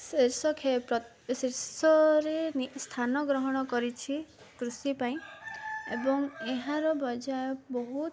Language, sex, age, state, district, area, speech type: Odia, female, 18-30, Odisha, Koraput, urban, spontaneous